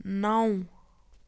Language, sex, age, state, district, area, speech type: Kashmiri, female, 30-45, Jammu and Kashmir, Budgam, rural, read